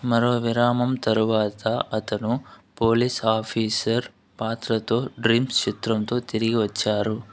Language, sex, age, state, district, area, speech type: Telugu, male, 45-60, Andhra Pradesh, Chittoor, urban, read